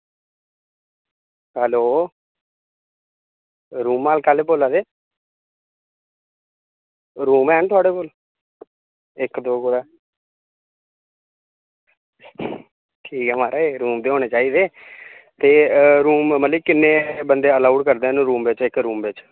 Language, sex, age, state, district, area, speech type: Dogri, male, 18-30, Jammu and Kashmir, Reasi, rural, conversation